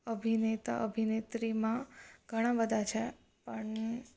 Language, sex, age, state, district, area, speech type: Gujarati, female, 18-30, Gujarat, Surat, urban, spontaneous